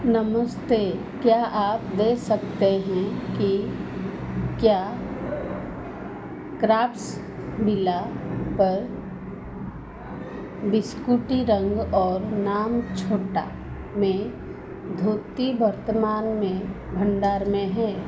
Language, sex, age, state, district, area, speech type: Hindi, female, 45-60, Madhya Pradesh, Chhindwara, rural, read